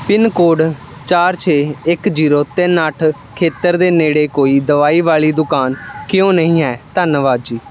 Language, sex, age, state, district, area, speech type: Punjabi, male, 18-30, Punjab, Ludhiana, rural, read